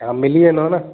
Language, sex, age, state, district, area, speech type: Sindhi, male, 30-45, Madhya Pradesh, Katni, rural, conversation